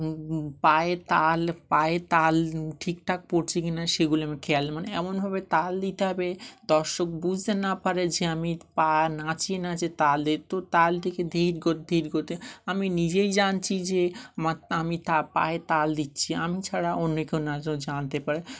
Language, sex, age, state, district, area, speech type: Bengali, male, 30-45, West Bengal, Dakshin Dinajpur, urban, spontaneous